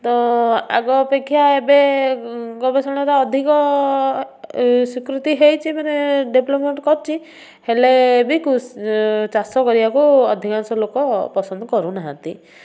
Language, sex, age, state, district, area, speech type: Odia, female, 30-45, Odisha, Kendujhar, urban, spontaneous